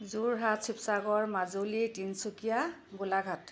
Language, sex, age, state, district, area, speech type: Assamese, female, 30-45, Assam, Kamrup Metropolitan, urban, spontaneous